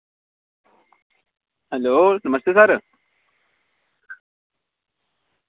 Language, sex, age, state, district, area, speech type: Dogri, male, 30-45, Jammu and Kashmir, Udhampur, rural, conversation